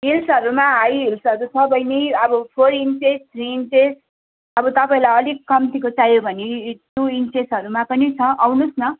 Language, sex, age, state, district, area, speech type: Nepali, female, 45-60, West Bengal, Darjeeling, rural, conversation